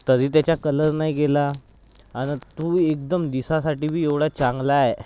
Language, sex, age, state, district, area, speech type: Marathi, male, 30-45, Maharashtra, Nagpur, rural, spontaneous